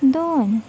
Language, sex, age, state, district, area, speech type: Marathi, female, 45-60, Maharashtra, Nagpur, urban, read